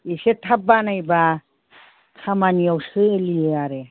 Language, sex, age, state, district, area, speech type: Bodo, female, 60+, Assam, Chirang, rural, conversation